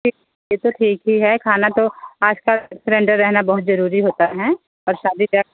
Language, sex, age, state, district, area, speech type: Hindi, female, 45-60, Uttar Pradesh, Pratapgarh, rural, conversation